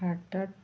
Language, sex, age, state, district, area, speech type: Odia, female, 45-60, Odisha, Koraput, urban, spontaneous